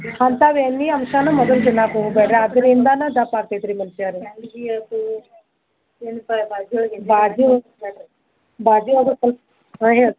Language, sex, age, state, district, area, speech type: Kannada, female, 60+, Karnataka, Belgaum, rural, conversation